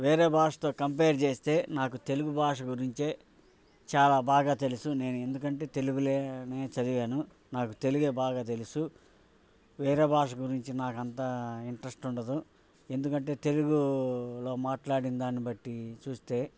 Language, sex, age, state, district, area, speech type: Telugu, male, 45-60, Andhra Pradesh, Bapatla, urban, spontaneous